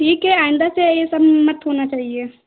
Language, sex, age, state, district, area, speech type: Hindi, female, 30-45, Uttar Pradesh, Lucknow, rural, conversation